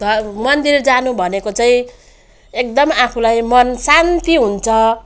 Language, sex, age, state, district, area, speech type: Nepali, female, 45-60, West Bengal, Jalpaiguri, rural, spontaneous